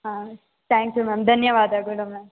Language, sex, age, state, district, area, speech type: Kannada, female, 18-30, Karnataka, Chikkaballapur, rural, conversation